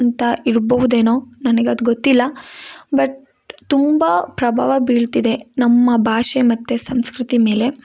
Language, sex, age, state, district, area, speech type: Kannada, female, 18-30, Karnataka, Chikkamagaluru, rural, spontaneous